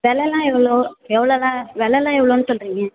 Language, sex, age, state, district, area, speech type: Tamil, female, 18-30, Tamil Nadu, Tiruvarur, rural, conversation